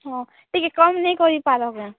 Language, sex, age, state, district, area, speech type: Odia, female, 18-30, Odisha, Kalahandi, rural, conversation